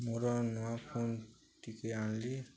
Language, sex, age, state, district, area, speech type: Odia, male, 18-30, Odisha, Nuapada, urban, spontaneous